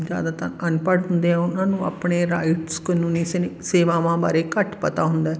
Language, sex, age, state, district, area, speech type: Punjabi, female, 45-60, Punjab, Fatehgarh Sahib, rural, spontaneous